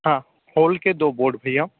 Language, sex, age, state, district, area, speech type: Hindi, male, 30-45, Madhya Pradesh, Bhopal, urban, conversation